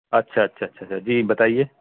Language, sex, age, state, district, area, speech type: Urdu, male, 30-45, Bihar, Purnia, rural, conversation